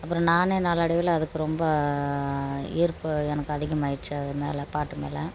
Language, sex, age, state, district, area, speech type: Tamil, female, 45-60, Tamil Nadu, Tiruchirappalli, rural, spontaneous